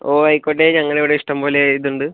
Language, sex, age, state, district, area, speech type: Malayalam, male, 18-30, Kerala, Kozhikode, urban, conversation